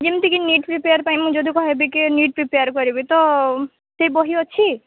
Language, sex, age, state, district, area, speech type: Odia, female, 18-30, Odisha, Sambalpur, rural, conversation